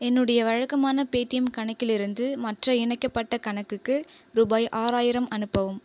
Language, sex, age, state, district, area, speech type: Tamil, female, 30-45, Tamil Nadu, Viluppuram, rural, read